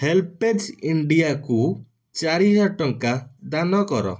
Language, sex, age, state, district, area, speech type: Odia, male, 30-45, Odisha, Cuttack, urban, read